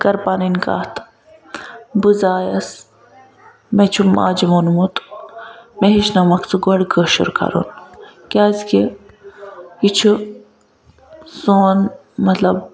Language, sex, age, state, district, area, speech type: Kashmiri, female, 45-60, Jammu and Kashmir, Ganderbal, urban, spontaneous